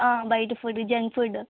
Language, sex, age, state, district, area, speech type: Telugu, female, 18-30, Telangana, Sangareddy, urban, conversation